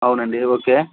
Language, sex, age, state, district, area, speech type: Telugu, male, 30-45, Andhra Pradesh, Kadapa, rural, conversation